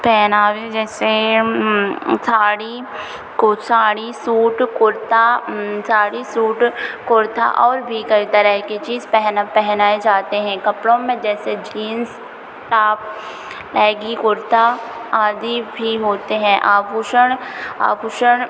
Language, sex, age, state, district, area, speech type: Hindi, female, 30-45, Madhya Pradesh, Hoshangabad, rural, spontaneous